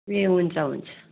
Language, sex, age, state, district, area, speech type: Nepali, female, 45-60, West Bengal, Darjeeling, rural, conversation